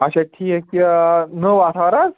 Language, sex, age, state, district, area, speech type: Kashmiri, male, 18-30, Jammu and Kashmir, Ganderbal, rural, conversation